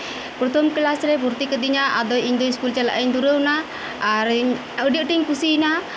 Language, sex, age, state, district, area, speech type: Santali, female, 45-60, West Bengal, Birbhum, rural, spontaneous